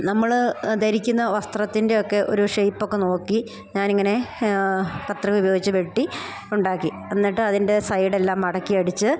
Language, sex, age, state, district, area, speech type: Malayalam, female, 30-45, Kerala, Idukki, rural, spontaneous